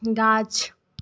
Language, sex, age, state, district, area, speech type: Maithili, female, 18-30, Bihar, Darbhanga, rural, read